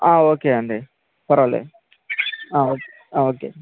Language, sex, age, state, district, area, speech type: Telugu, male, 18-30, Andhra Pradesh, Sri Balaji, urban, conversation